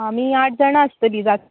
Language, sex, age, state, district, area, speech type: Goan Konkani, female, 18-30, Goa, Tiswadi, rural, conversation